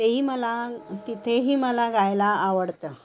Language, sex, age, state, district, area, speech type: Marathi, female, 45-60, Maharashtra, Nagpur, urban, spontaneous